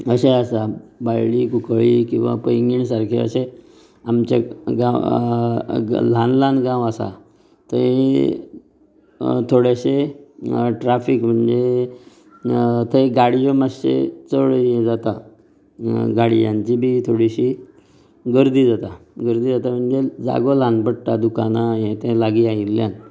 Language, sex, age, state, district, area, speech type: Goan Konkani, male, 30-45, Goa, Canacona, rural, spontaneous